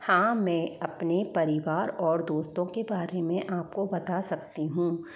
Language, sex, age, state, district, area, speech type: Hindi, female, 30-45, Rajasthan, Jaipur, urban, spontaneous